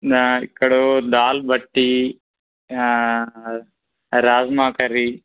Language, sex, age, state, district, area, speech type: Telugu, male, 18-30, Telangana, Kamareddy, urban, conversation